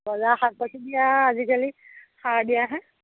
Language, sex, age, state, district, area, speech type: Assamese, female, 45-60, Assam, Majuli, urban, conversation